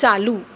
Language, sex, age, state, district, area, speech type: Marathi, female, 30-45, Maharashtra, Mumbai Suburban, urban, read